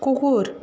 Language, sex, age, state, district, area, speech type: Bengali, female, 45-60, West Bengal, Purba Medinipur, rural, read